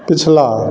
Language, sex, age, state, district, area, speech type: Maithili, male, 60+, Bihar, Madhepura, urban, read